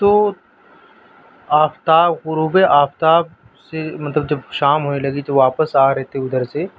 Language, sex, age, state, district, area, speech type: Urdu, male, 30-45, Delhi, South Delhi, rural, spontaneous